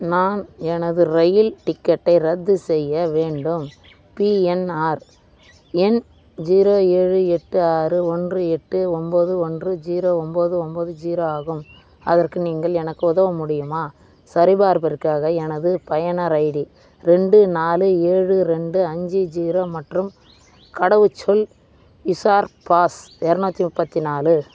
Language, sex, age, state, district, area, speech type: Tamil, female, 30-45, Tamil Nadu, Vellore, urban, read